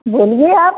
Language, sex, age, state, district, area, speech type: Hindi, female, 45-60, Uttar Pradesh, Ayodhya, rural, conversation